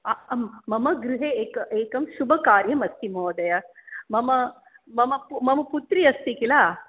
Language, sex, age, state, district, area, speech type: Sanskrit, female, 45-60, Maharashtra, Mumbai City, urban, conversation